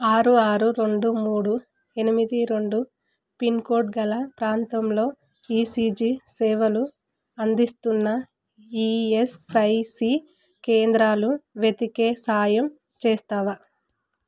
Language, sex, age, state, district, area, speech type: Telugu, female, 18-30, Telangana, Yadadri Bhuvanagiri, rural, read